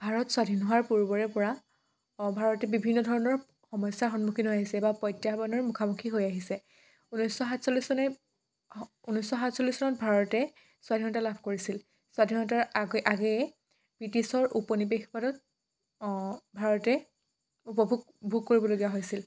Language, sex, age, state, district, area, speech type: Assamese, female, 18-30, Assam, Dhemaji, rural, spontaneous